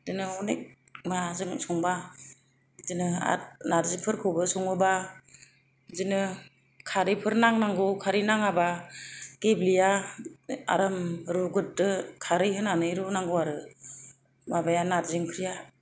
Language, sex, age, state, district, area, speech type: Bodo, female, 30-45, Assam, Kokrajhar, rural, spontaneous